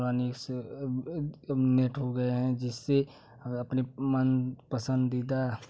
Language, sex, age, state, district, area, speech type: Hindi, male, 18-30, Uttar Pradesh, Jaunpur, rural, spontaneous